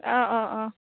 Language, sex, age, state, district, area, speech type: Assamese, female, 60+, Assam, Darrang, rural, conversation